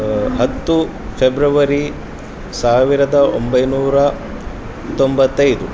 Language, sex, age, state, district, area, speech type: Kannada, male, 30-45, Karnataka, Udupi, urban, spontaneous